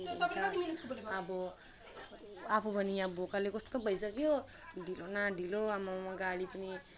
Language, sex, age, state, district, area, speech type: Nepali, female, 18-30, West Bengal, Alipurduar, urban, spontaneous